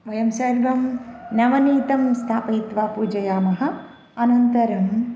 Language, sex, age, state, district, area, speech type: Sanskrit, female, 30-45, Andhra Pradesh, Bapatla, urban, spontaneous